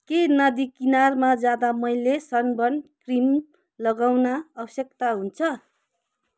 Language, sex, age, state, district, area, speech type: Nepali, female, 30-45, West Bengal, Kalimpong, rural, read